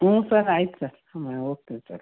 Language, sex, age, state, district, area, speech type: Kannada, female, 60+, Karnataka, Mysore, rural, conversation